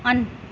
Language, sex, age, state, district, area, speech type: Nepali, female, 30-45, West Bengal, Jalpaiguri, urban, read